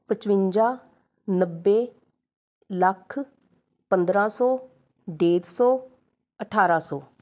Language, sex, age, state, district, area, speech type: Punjabi, female, 30-45, Punjab, Rupnagar, urban, spontaneous